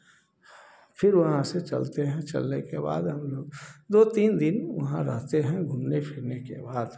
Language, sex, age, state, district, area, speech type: Hindi, male, 60+, Bihar, Samastipur, urban, spontaneous